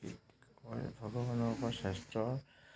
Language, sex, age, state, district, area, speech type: Assamese, male, 45-60, Assam, Dhemaji, rural, spontaneous